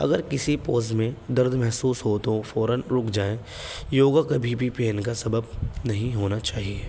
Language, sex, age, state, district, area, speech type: Urdu, male, 18-30, Delhi, North East Delhi, urban, spontaneous